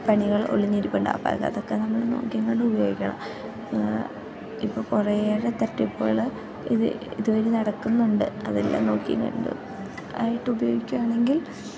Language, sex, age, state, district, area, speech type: Malayalam, female, 18-30, Kerala, Idukki, rural, spontaneous